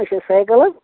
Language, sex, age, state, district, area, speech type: Kashmiri, male, 30-45, Jammu and Kashmir, Bandipora, rural, conversation